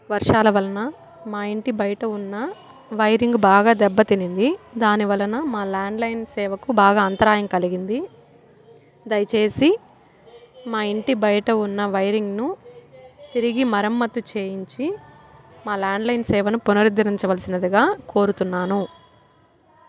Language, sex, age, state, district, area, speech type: Telugu, female, 30-45, Andhra Pradesh, Kadapa, rural, spontaneous